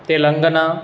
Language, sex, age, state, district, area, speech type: Goan Konkani, male, 18-30, Goa, Bardez, urban, spontaneous